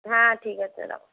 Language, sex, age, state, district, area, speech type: Bengali, female, 60+, West Bengal, Jhargram, rural, conversation